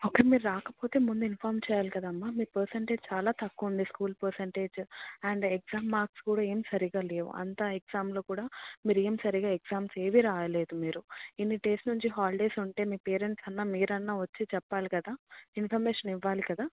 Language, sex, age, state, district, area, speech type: Telugu, female, 18-30, Telangana, Hyderabad, urban, conversation